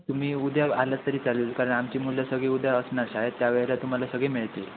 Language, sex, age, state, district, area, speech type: Marathi, male, 18-30, Maharashtra, Sindhudurg, rural, conversation